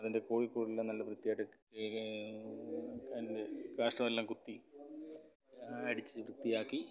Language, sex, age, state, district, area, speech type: Malayalam, male, 45-60, Kerala, Kollam, rural, spontaneous